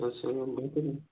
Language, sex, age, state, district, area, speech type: Marathi, male, 18-30, Maharashtra, Hingoli, urban, conversation